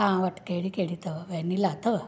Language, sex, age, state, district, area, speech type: Sindhi, female, 45-60, Maharashtra, Thane, rural, spontaneous